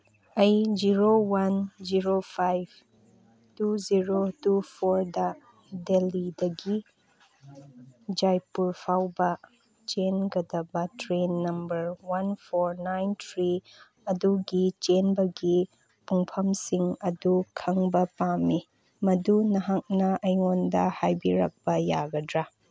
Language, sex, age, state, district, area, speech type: Manipuri, female, 30-45, Manipur, Chandel, rural, read